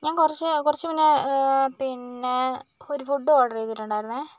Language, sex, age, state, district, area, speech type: Malayalam, male, 45-60, Kerala, Kozhikode, urban, spontaneous